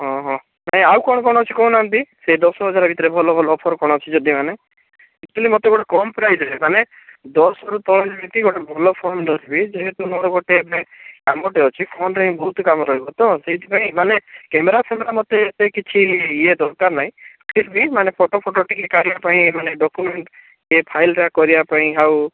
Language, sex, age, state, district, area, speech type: Odia, male, 45-60, Odisha, Bhadrak, rural, conversation